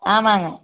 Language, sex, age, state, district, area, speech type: Tamil, female, 60+, Tamil Nadu, Tiruppur, rural, conversation